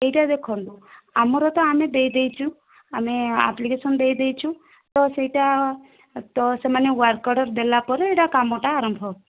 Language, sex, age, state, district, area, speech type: Odia, female, 18-30, Odisha, Kandhamal, rural, conversation